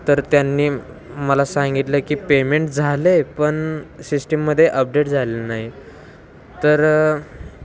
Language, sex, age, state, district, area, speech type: Marathi, male, 18-30, Maharashtra, Wardha, urban, spontaneous